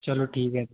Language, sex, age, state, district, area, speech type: Hindi, male, 18-30, Madhya Pradesh, Betul, rural, conversation